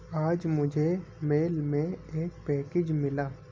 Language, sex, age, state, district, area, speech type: Urdu, male, 18-30, Uttar Pradesh, Rampur, urban, read